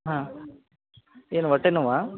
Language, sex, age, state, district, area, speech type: Kannada, male, 18-30, Karnataka, Koppal, rural, conversation